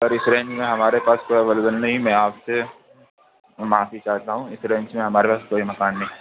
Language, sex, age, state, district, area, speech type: Urdu, male, 60+, Uttar Pradesh, Lucknow, rural, conversation